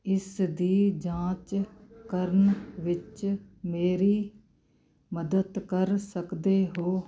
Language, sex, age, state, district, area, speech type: Punjabi, female, 45-60, Punjab, Muktsar, urban, read